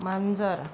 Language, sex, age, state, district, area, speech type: Marathi, female, 30-45, Maharashtra, Yavatmal, rural, read